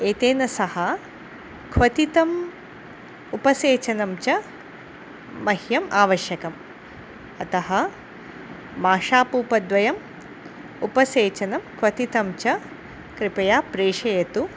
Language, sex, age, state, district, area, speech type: Sanskrit, female, 45-60, Karnataka, Udupi, urban, spontaneous